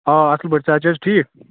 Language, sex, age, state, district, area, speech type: Kashmiri, male, 30-45, Jammu and Kashmir, Budgam, rural, conversation